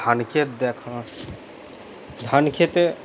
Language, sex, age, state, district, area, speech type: Bengali, male, 45-60, West Bengal, Paschim Bardhaman, urban, spontaneous